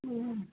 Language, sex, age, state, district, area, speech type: Kannada, female, 60+, Karnataka, Dakshina Kannada, rural, conversation